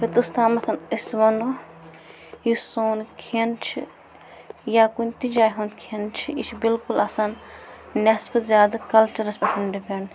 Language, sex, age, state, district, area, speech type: Kashmiri, female, 18-30, Jammu and Kashmir, Bandipora, rural, spontaneous